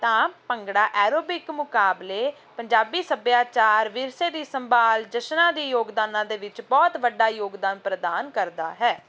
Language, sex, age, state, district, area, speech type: Punjabi, female, 18-30, Punjab, Ludhiana, urban, spontaneous